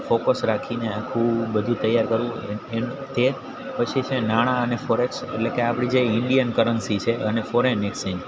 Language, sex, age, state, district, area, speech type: Gujarati, male, 18-30, Gujarat, Junagadh, urban, spontaneous